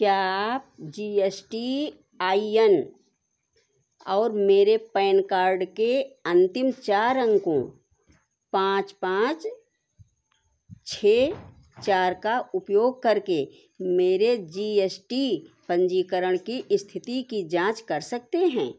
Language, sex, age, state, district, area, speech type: Hindi, female, 60+, Uttar Pradesh, Sitapur, rural, read